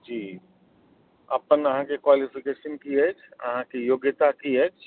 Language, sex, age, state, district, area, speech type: Maithili, male, 45-60, Bihar, Darbhanga, urban, conversation